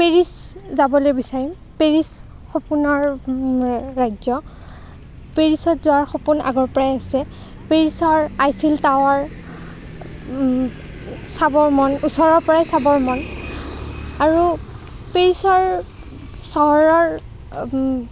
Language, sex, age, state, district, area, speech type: Assamese, female, 30-45, Assam, Nagaon, rural, spontaneous